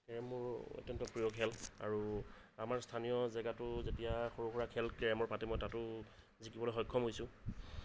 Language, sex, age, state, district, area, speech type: Assamese, male, 30-45, Assam, Darrang, rural, spontaneous